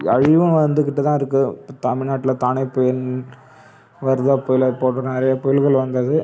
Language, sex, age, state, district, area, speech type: Tamil, male, 30-45, Tamil Nadu, Cuddalore, rural, spontaneous